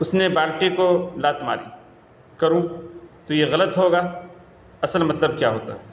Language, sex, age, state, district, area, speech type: Urdu, male, 45-60, Bihar, Gaya, urban, spontaneous